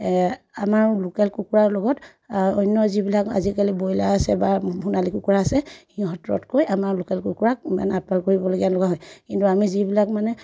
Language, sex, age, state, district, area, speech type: Assamese, female, 30-45, Assam, Sivasagar, rural, spontaneous